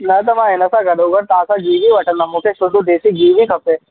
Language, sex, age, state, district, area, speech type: Sindhi, male, 18-30, Rajasthan, Ajmer, urban, conversation